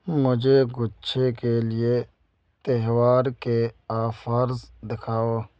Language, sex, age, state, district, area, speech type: Urdu, male, 30-45, Uttar Pradesh, Ghaziabad, urban, read